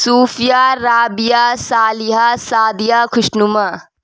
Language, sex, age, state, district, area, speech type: Urdu, female, 30-45, Uttar Pradesh, Lucknow, rural, spontaneous